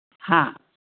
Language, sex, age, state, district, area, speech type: Manipuri, female, 60+, Manipur, Kangpokpi, urban, conversation